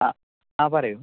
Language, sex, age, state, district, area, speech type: Malayalam, male, 45-60, Kerala, Palakkad, rural, conversation